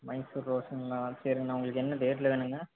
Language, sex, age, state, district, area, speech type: Tamil, male, 18-30, Tamil Nadu, Erode, rural, conversation